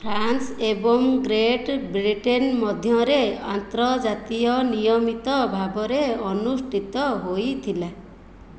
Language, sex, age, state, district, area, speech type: Odia, female, 60+, Odisha, Khordha, rural, read